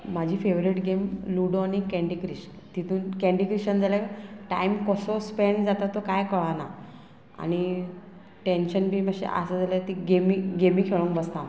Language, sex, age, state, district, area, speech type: Goan Konkani, female, 45-60, Goa, Murmgao, rural, spontaneous